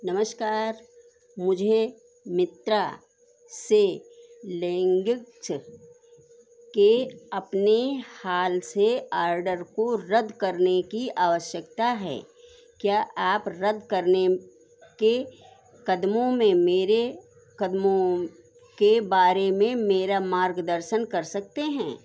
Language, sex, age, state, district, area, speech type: Hindi, female, 60+, Uttar Pradesh, Sitapur, rural, read